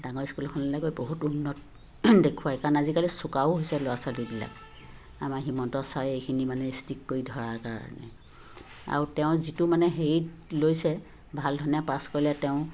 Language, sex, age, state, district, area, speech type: Assamese, female, 45-60, Assam, Sivasagar, urban, spontaneous